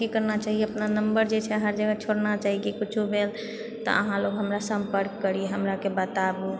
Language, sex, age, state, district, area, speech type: Maithili, female, 30-45, Bihar, Purnia, urban, spontaneous